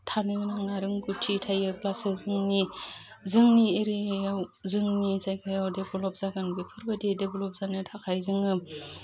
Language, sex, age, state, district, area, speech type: Bodo, female, 30-45, Assam, Udalguri, urban, spontaneous